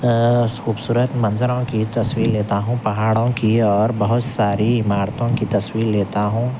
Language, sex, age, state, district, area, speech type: Urdu, male, 45-60, Telangana, Hyderabad, urban, spontaneous